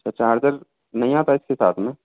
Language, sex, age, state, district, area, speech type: Hindi, male, 45-60, Rajasthan, Jaipur, urban, conversation